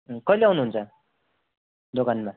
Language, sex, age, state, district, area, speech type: Nepali, male, 18-30, West Bengal, Darjeeling, rural, conversation